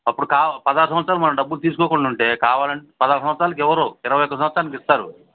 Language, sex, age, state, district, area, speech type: Telugu, male, 45-60, Andhra Pradesh, Bapatla, urban, conversation